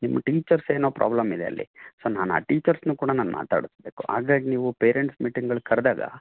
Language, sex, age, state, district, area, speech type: Kannada, male, 45-60, Karnataka, Chitradurga, rural, conversation